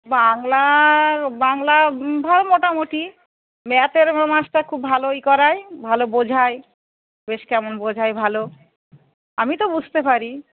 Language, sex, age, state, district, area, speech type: Bengali, female, 45-60, West Bengal, Darjeeling, urban, conversation